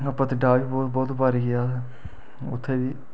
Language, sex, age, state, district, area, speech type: Dogri, male, 30-45, Jammu and Kashmir, Reasi, rural, spontaneous